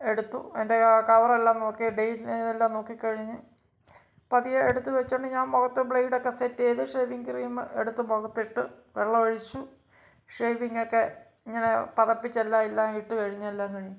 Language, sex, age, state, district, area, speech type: Malayalam, male, 45-60, Kerala, Kottayam, rural, spontaneous